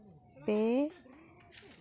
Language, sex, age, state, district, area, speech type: Santali, female, 45-60, West Bengal, Purulia, rural, spontaneous